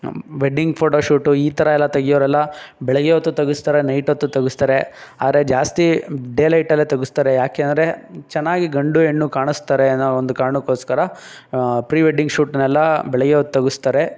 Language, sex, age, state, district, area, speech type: Kannada, male, 18-30, Karnataka, Tumkur, urban, spontaneous